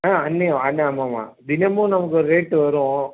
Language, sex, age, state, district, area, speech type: Tamil, male, 18-30, Tamil Nadu, Nagapattinam, rural, conversation